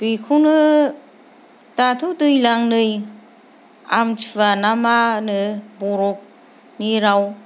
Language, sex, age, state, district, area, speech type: Bodo, female, 30-45, Assam, Kokrajhar, rural, spontaneous